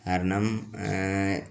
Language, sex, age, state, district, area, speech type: Malayalam, male, 18-30, Kerala, Palakkad, rural, spontaneous